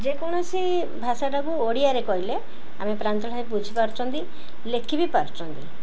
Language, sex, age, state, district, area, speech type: Odia, female, 45-60, Odisha, Ganjam, urban, spontaneous